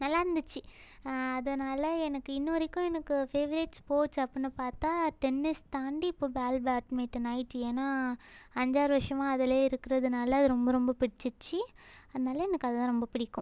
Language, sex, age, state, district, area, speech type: Tamil, female, 18-30, Tamil Nadu, Ariyalur, rural, spontaneous